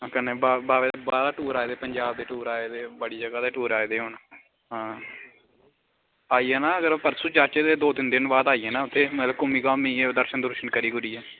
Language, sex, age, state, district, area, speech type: Dogri, male, 18-30, Jammu and Kashmir, Samba, rural, conversation